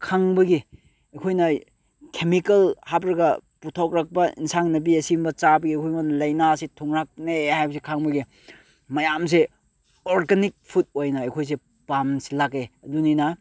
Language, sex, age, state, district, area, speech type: Manipuri, male, 18-30, Manipur, Chandel, rural, spontaneous